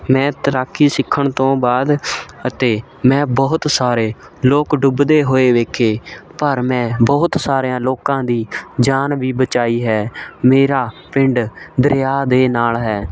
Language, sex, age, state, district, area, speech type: Punjabi, male, 18-30, Punjab, Shaheed Bhagat Singh Nagar, rural, spontaneous